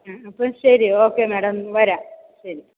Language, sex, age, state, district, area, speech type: Malayalam, female, 45-60, Kerala, Thiruvananthapuram, urban, conversation